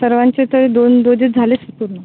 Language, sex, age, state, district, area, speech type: Marathi, female, 30-45, Maharashtra, Akola, rural, conversation